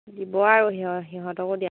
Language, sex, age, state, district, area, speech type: Assamese, female, 18-30, Assam, Dibrugarh, rural, conversation